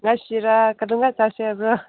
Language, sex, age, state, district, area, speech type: Manipuri, female, 30-45, Manipur, Senapati, rural, conversation